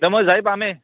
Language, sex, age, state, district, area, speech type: Assamese, male, 30-45, Assam, Barpeta, rural, conversation